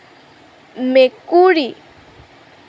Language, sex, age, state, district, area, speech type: Assamese, female, 18-30, Assam, Lakhimpur, rural, read